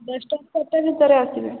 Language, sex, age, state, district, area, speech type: Odia, female, 18-30, Odisha, Subarnapur, urban, conversation